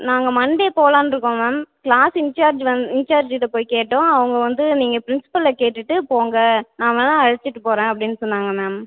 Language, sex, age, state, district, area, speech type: Tamil, female, 18-30, Tamil Nadu, Cuddalore, rural, conversation